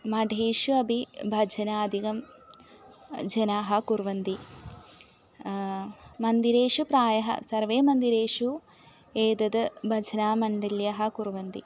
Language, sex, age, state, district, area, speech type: Sanskrit, female, 18-30, Kerala, Malappuram, urban, spontaneous